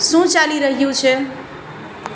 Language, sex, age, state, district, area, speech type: Gujarati, female, 30-45, Gujarat, Surat, urban, read